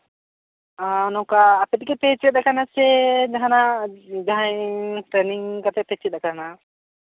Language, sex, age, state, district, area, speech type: Santali, male, 18-30, Jharkhand, Seraikela Kharsawan, rural, conversation